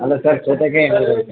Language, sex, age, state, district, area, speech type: Kannada, male, 18-30, Karnataka, Bellary, rural, conversation